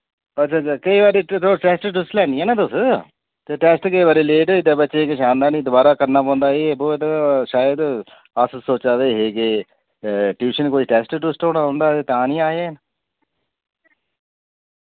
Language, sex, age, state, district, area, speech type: Dogri, male, 45-60, Jammu and Kashmir, Udhampur, urban, conversation